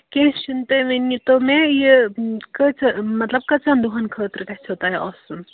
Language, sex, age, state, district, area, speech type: Kashmiri, female, 18-30, Jammu and Kashmir, Budgam, rural, conversation